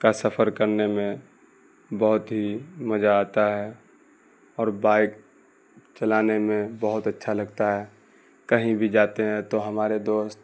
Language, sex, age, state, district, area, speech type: Urdu, male, 18-30, Bihar, Darbhanga, rural, spontaneous